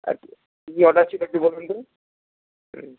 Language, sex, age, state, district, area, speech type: Bengali, male, 45-60, West Bengal, Hooghly, urban, conversation